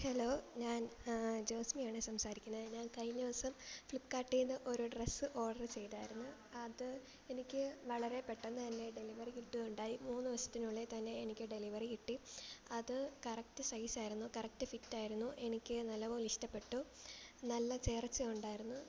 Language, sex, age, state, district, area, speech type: Malayalam, female, 18-30, Kerala, Alappuzha, rural, spontaneous